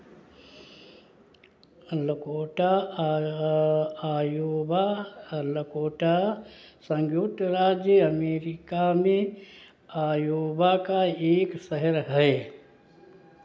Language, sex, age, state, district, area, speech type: Hindi, male, 60+, Uttar Pradesh, Sitapur, rural, read